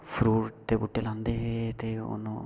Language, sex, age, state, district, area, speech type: Dogri, male, 18-30, Jammu and Kashmir, Udhampur, rural, spontaneous